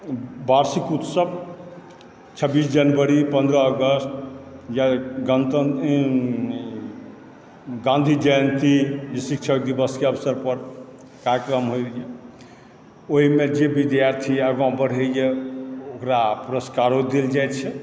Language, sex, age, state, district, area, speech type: Maithili, male, 45-60, Bihar, Supaul, rural, spontaneous